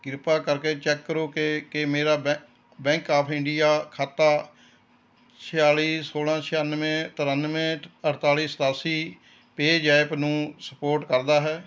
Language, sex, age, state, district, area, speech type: Punjabi, male, 60+, Punjab, Rupnagar, rural, read